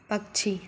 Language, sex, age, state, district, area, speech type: Hindi, female, 30-45, Madhya Pradesh, Bhopal, urban, read